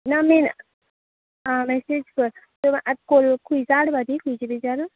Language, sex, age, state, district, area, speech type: Goan Konkani, female, 30-45, Goa, Quepem, rural, conversation